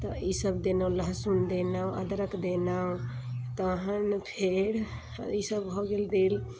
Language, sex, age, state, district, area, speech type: Maithili, female, 30-45, Bihar, Muzaffarpur, urban, spontaneous